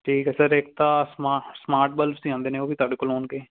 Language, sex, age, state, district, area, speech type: Punjabi, male, 18-30, Punjab, Fazilka, rural, conversation